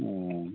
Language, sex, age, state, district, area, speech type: Santali, male, 45-60, Odisha, Mayurbhanj, rural, conversation